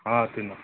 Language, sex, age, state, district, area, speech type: Telugu, male, 18-30, Telangana, Mahbubnagar, urban, conversation